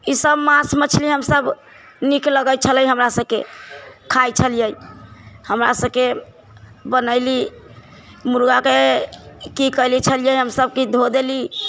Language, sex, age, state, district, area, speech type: Maithili, female, 45-60, Bihar, Sitamarhi, urban, spontaneous